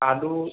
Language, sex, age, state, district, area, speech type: Hindi, male, 18-30, Madhya Pradesh, Balaghat, rural, conversation